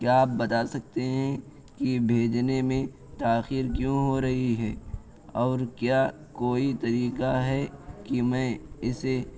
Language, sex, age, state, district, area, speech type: Urdu, male, 18-30, Uttar Pradesh, Balrampur, rural, spontaneous